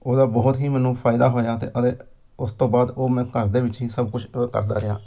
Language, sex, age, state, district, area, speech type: Punjabi, male, 45-60, Punjab, Amritsar, urban, spontaneous